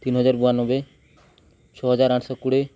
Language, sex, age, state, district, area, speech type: Odia, male, 18-30, Odisha, Nuapada, urban, spontaneous